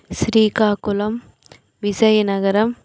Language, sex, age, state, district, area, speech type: Telugu, female, 45-60, Andhra Pradesh, Chittoor, rural, spontaneous